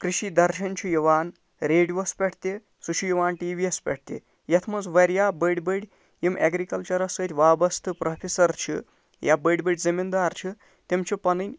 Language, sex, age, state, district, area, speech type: Kashmiri, male, 60+, Jammu and Kashmir, Ganderbal, rural, spontaneous